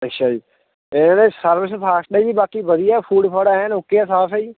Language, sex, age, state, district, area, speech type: Punjabi, male, 18-30, Punjab, Mohali, rural, conversation